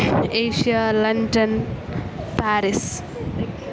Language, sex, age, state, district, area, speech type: Malayalam, female, 18-30, Kerala, Alappuzha, rural, spontaneous